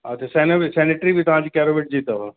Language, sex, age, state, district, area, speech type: Sindhi, male, 30-45, Uttar Pradesh, Lucknow, rural, conversation